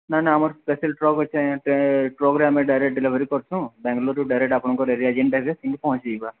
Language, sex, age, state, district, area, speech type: Odia, male, 45-60, Odisha, Nuapada, urban, conversation